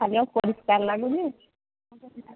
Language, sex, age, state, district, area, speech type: Odia, female, 45-60, Odisha, Angul, rural, conversation